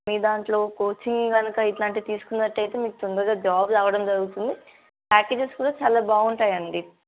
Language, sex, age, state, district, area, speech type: Telugu, female, 18-30, Telangana, Nizamabad, urban, conversation